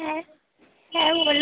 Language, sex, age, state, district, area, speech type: Bengali, female, 18-30, West Bengal, Alipurduar, rural, conversation